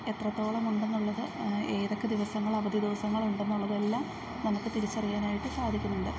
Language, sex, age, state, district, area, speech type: Malayalam, female, 30-45, Kerala, Idukki, rural, spontaneous